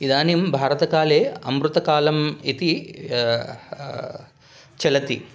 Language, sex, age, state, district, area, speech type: Sanskrit, male, 45-60, Telangana, Ranga Reddy, urban, spontaneous